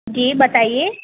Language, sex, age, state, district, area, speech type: Urdu, female, 18-30, Delhi, Central Delhi, urban, conversation